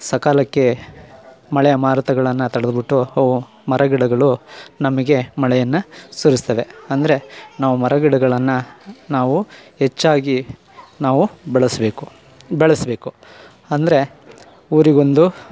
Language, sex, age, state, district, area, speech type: Kannada, male, 45-60, Karnataka, Chikkamagaluru, rural, spontaneous